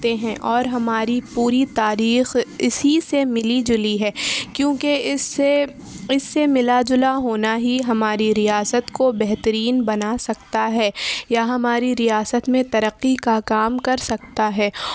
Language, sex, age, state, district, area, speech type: Urdu, female, 30-45, Uttar Pradesh, Lucknow, rural, spontaneous